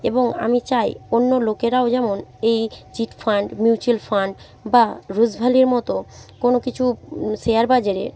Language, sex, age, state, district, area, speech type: Bengali, female, 45-60, West Bengal, Jhargram, rural, spontaneous